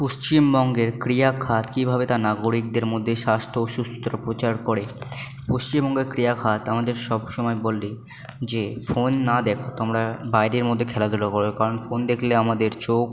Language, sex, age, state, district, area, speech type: Bengali, male, 18-30, West Bengal, Purba Bardhaman, urban, spontaneous